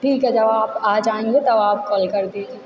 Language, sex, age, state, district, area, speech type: Hindi, female, 18-30, Madhya Pradesh, Hoshangabad, rural, spontaneous